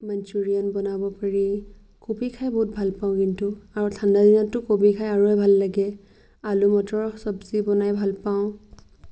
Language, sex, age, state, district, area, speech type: Assamese, female, 18-30, Assam, Biswanath, rural, spontaneous